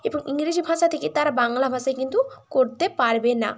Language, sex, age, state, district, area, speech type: Bengali, female, 18-30, West Bengal, Bankura, urban, spontaneous